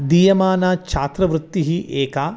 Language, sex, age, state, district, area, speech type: Sanskrit, male, 30-45, Karnataka, Uttara Kannada, urban, spontaneous